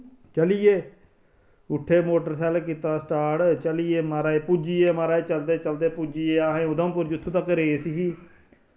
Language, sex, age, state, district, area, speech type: Dogri, male, 30-45, Jammu and Kashmir, Samba, rural, spontaneous